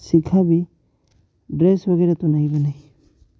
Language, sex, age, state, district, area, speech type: Hindi, male, 18-30, Madhya Pradesh, Ujjain, urban, spontaneous